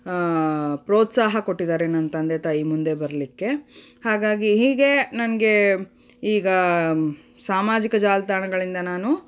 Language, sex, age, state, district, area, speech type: Kannada, female, 30-45, Karnataka, Davanagere, urban, spontaneous